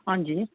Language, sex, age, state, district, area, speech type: Dogri, female, 45-60, Jammu and Kashmir, Jammu, urban, conversation